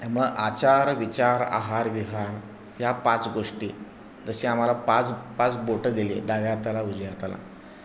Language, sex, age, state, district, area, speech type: Marathi, male, 60+, Maharashtra, Pune, urban, spontaneous